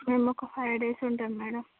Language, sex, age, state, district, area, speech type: Telugu, female, 18-30, Andhra Pradesh, Visakhapatnam, urban, conversation